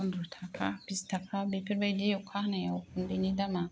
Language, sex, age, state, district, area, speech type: Bodo, female, 30-45, Assam, Kokrajhar, rural, spontaneous